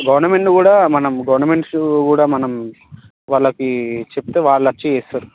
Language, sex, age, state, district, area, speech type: Telugu, male, 18-30, Telangana, Nirmal, rural, conversation